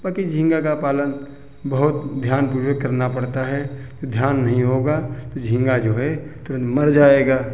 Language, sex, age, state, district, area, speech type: Hindi, male, 45-60, Uttar Pradesh, Hardoi, rural, spontaneous